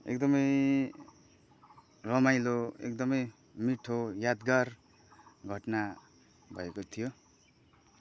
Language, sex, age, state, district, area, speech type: Nepali, male, 30-45, West Bengal, Kalimpong, rural, spontaneous